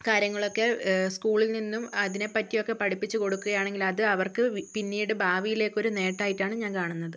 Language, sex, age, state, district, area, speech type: Malayalam, female, 45-60, Kerala, Wayanad, rural, spontaneous